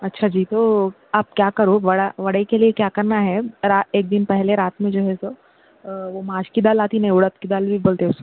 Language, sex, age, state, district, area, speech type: Urdu, female, 18-30, Telangana, Hyderabad, urban, conversation